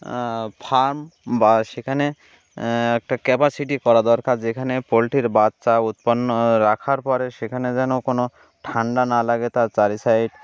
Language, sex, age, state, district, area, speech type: Bengali, male, 30-45, West Bengal, Uttar Dinajpur, urban, spontaneous